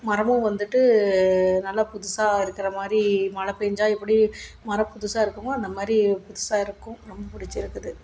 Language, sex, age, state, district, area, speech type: Tamil, female, 30-45, Tamil Nadu, Salem, rural, spontaneous